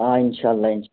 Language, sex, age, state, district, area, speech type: Kashmiri, male, 18-30, Jammu and Kashmir, Bandipora, rural, conversation